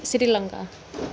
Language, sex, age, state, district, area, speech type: Nepali, female, 45-60, West Bengal, Alipurduar, urban, spontaneous